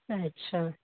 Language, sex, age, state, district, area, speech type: Hindi, female, 45-60, Uttar Pradesh, Mau, rural, conversation